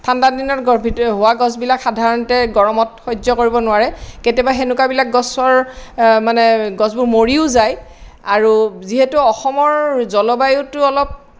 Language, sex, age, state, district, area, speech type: Assamese, female, 60+, Assam, Kamrup Metropolitan, urban, spontaneous